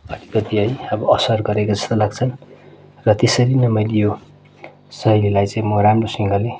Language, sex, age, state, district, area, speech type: Nepali, male, 30-45, West Bengal, Darjeeling, rural, spontaneous